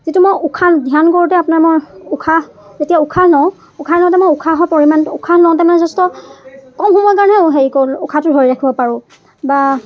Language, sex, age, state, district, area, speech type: Assamese, female, 30-45, Assam, Dibrugarh, rural, spontaneous